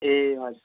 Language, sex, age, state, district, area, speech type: Nepali, male, 18-30, West Bengal, Darjeeling, rural, conversation